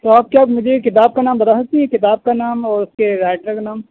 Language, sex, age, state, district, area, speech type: Urdu, male, 30-45, Delhi, South Delhi, urban, conversation